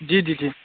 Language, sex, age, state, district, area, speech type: Hindi, male, 18-30, Bihar, Darbhanga, rural, conversation